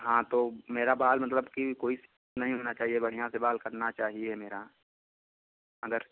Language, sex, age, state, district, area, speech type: Hindi, male, 30-45, Uttar Pradesh, Chandauli, rural, conversation